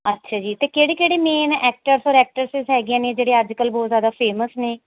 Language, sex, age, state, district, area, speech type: Punjabi, female, 30-45, Punjab, Mohali, urban, conversation